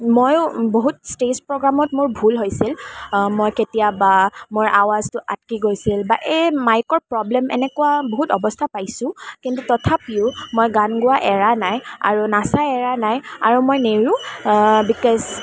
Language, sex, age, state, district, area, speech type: Assamese, female, 18-30, Assam, Kamrup Metropolitan, urban, spontaneous